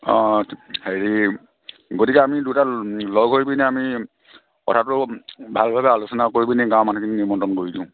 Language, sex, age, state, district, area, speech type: Assamese, male, 45-60, Assam, Dhemaji, rural, conversation